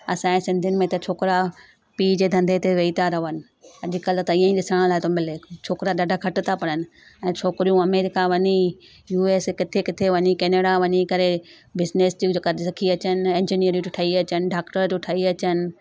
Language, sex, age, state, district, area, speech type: Sindhi, female, 45-60, Gujarat, Surat, urban, spontaneous